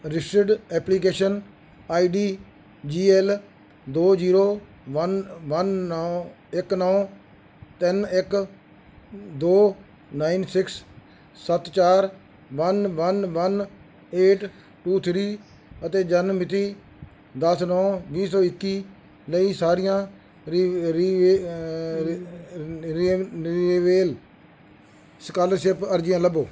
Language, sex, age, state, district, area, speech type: Punjabi, male, 60+, Punjab, Bathinda, urban, read